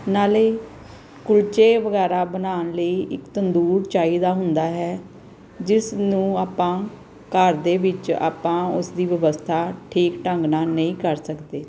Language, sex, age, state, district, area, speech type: Punjabi, female, 45-60, Punjab, Gurdaspur, urban, spontaneous